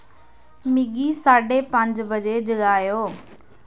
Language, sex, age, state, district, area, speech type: Dogri, female, 18-30, Jammu and Kashmir, Kathua, rural, read